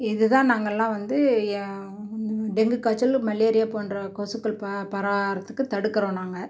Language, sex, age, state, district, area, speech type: Tamil, female, 45-60, Tamil Nadu, Dharmapuri, urban, spontaneous